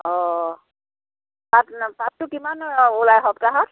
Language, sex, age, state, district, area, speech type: Assamese, female, 60+, Assam, Dhemaji, rural, conversation